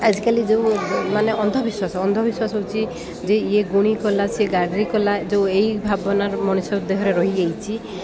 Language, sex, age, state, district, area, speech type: Odia, female, 30-45, Odisha, Koraput, urban, spontaneous